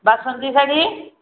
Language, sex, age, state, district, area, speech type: Odia, female, 60+, Odisha, Angul, rural, conversation